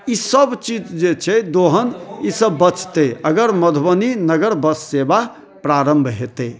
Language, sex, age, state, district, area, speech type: Maithili, male, 30-45, Bihar, Madhubani, urban, spontaneous